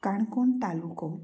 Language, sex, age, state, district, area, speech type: Goan Konkani, female, 30-45, Goa, Canacona, rural, spontaneous